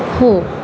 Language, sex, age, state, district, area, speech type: Marathi, female, 18-30, Maharashtra, Mumbai City, urban, read